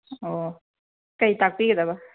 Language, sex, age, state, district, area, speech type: Manipuri, female, 45-60, Manipur, Kangpokpi, urban, conversation